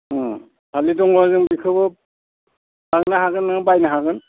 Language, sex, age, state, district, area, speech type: Bodo, male, 60+, Assam, Udalguri, rural, conversation